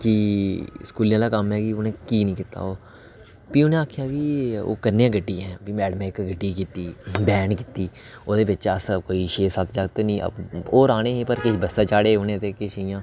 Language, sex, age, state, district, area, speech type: Dogri, male, 18-30, Jammu and Kashmir, Reasi, rural, spontaneous